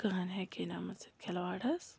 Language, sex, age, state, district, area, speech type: Kashmiri, female, 18-30, Jammu and Kashmir, Bandipora, rural, spontaneous